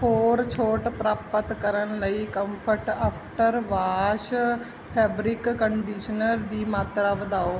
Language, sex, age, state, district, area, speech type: Punjabi, female, 30-45, Punjab, Mansa, urban, read